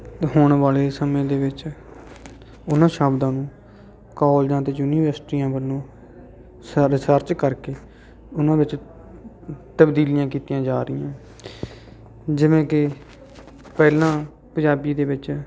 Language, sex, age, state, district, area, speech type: Punjabi, male, 30-45, Punjab, Bathinda, urban, spontaneous